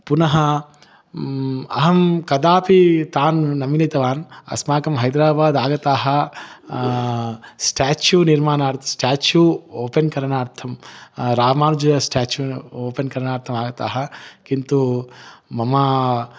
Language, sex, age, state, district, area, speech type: Sanskrit, male, 30-45, Telangana, Hyderabad, urban, spontaneous